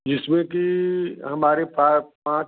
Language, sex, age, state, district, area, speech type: Hindi, male, 60+, Uttar Pradesh, Chandauli, urban, conversation